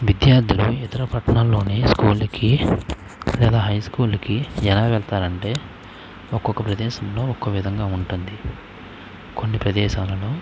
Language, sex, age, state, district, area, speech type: Telugu, male, 18-30, Andhra Pradesh, Krishna, rural, spontaneous